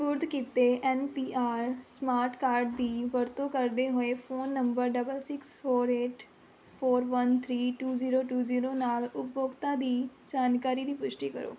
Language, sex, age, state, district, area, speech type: Punjabi, female, 18-30, Punjab, Rupnagar, rural, read